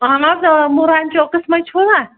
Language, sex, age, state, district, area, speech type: Kashmiri, female, 18-30, Jammu and Kashmir, Pulwama, rural, conversation